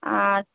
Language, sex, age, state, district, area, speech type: Bengali, female, 30-45, West Bengal, Murshidabad, rural, conversation